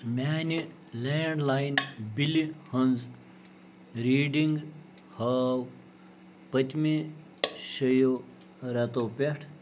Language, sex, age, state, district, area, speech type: Kashmiri, male, 30-45, Jammu and Kashmir, Bandipora, rural, read